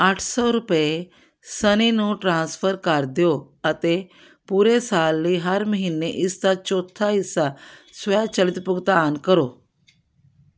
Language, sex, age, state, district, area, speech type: Punjabi, female, 60+, Punjab, Amritsar, urban, read